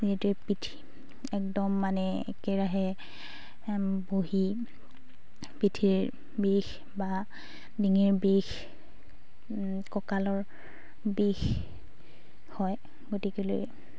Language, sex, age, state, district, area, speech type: Assamese, female, 18-30, Assam, Sivasagar, rural, spontaneous